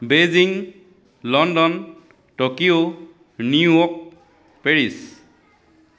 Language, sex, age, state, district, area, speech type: Assamese, male, 30-45, Assam, Dhemaji, rural, spontaneous